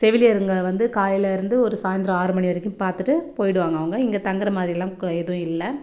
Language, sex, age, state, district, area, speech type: Tamil, female, 30-45, Tamil Nadu, Tirupattur, rural, spontaneous